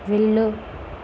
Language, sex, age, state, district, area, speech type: Telugu, female, 18-30, Andhra Pradesh, Visakhapatnam, rural, read